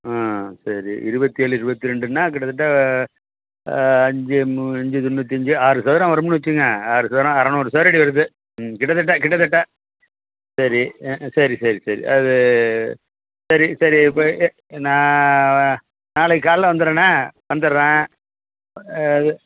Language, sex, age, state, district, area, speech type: Tamil, male, 60+, Tamil Nadu, Thanjavur, rural, conversation